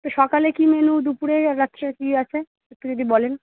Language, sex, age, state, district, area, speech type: Bengali, female, 45-60, West Bengal, Darjeeling, urban, conversation